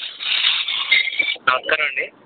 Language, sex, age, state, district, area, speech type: Telugu, male, 18-30, Andhra Pradesh, N T Rama Rao, rural, conversation